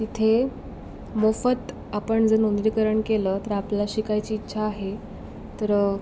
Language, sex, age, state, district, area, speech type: Marathi, female, 18-30, Maharashtra, Raigad, rural, spontaneous